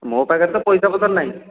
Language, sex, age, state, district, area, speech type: Odia, male, 30-45, Odisha, Dhenkanal, rural, conversation